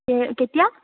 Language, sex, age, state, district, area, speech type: Assamese, female, 18-30, Assam, Sonitpur, rural, conversation